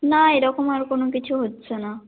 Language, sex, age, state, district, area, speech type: Bengali, female, 18-30, West Bengal, North 24 Parganas, rural, conversation